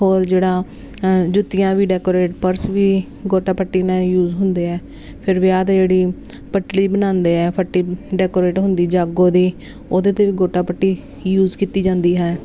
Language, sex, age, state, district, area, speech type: Punjabi, female, 30-45, Punjab, Jalandhar, urban, spontaneous